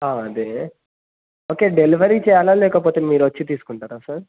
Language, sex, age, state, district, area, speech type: Telugu, male, 18-30, Telangana, Suryapet, urban, conversation